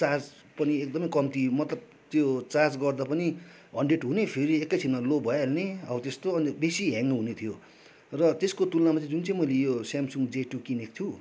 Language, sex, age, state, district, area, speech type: Nepali, male, 45-60, West Bengal, Darjeeling, rural, spontaneous